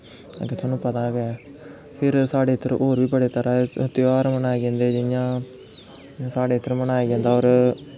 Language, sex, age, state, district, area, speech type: Dogri, male, 18-30, Jammu and Kashmir, Kathua, rural, spontaneous